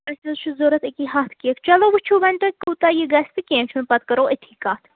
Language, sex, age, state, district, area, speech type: Kashmiri, female, 18-30, Jammu and Kashmir, Srinagar, urban, conversation